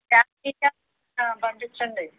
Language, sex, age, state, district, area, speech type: Telugu, female, 60+, Andhra Pradesh, Eluru, rural, conversation